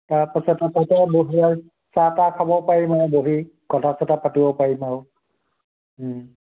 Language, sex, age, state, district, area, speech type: Assamese, male, 60+, Assam, Tinsukia, urban, conversation